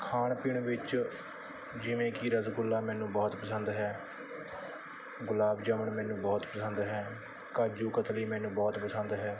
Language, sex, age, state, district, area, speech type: Punjabi, male, 30-45, Punjab, Bathinda, urban, spontaneous